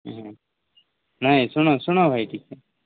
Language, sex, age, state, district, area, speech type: Odia, male, 30-45, Odisha, Koraput, urban, conversation